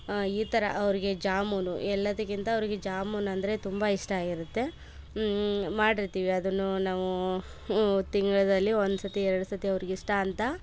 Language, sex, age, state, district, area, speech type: Kannada, female, 18-30, Karnataka, Koppal, rural, spontaneous